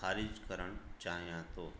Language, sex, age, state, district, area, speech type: Sindhi, male, 30-45, Gujarat, Kutch, rural, spontaneous